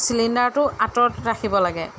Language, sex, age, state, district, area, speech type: Assamese, female, 45-60, Assam, Jorhat, urban, spontaneous